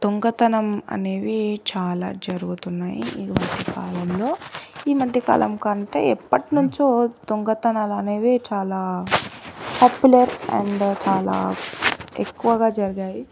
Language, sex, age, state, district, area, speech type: Telugu, female, 18-30, Telangana, Sangareddy, urban, spontaneous